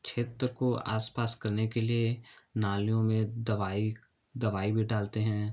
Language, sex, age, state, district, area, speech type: Hindi, male, 18-30, Uttar Pradesh, Chandauli, urban, spontaneous